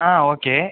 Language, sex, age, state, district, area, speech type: Tamil, male, 18-30, Tamil Nadu, Pudukkottai, rural, conversation